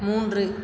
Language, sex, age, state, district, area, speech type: Tamil, female, 45-60, Tamil Nadu, Cuddalore, rural, read